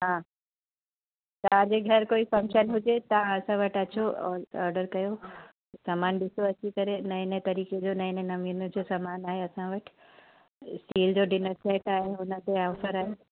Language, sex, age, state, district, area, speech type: Sindhi, female, 30-45, Uttar Pradesh, Lucknow, urban, conversation